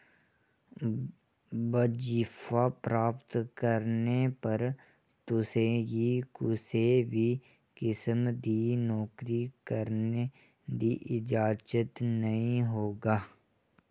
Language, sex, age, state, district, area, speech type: Dogri, male, 18-30, Jammu and Kashmir, Kathua, rural, read